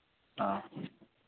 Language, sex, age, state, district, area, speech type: Odia, male, 18-30, Odisha, Bargarh, urban, conversation